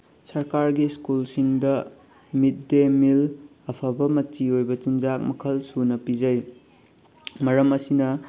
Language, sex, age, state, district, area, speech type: Manipuri, male, 18-30, Manipur, Bishnupur, rural, spontaneous